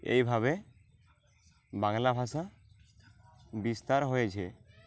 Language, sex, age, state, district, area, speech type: Bengali, male, 18-30, West Bengal, Uttar Dinajpur, rural, spontaneous